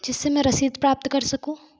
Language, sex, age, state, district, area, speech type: Hindi, female, 18-30, Madhya Pradesh, Gwalior, urban, spontaneous